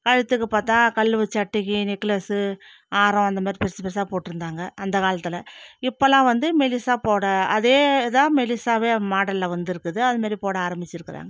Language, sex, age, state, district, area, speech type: Tamil, female, 45-60, Tamil Nadu, Viluppuram, rural, spontaneous